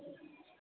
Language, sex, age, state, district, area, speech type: Maithili, male, 18-30, Bihar, Supaul, rural, conversation